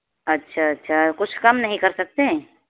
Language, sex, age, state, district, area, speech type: Urdu, female, 18-30, Uttar Pradesh, Balrampur, rural, conversation